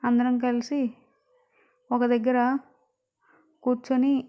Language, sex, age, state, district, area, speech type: Telugu, female, 60+, Andhra Pradesh, Vizianagaram, rural, spontaneous